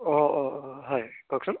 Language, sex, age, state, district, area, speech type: Assamese, male, 30-45, Assam, Udalguri, rural, conversation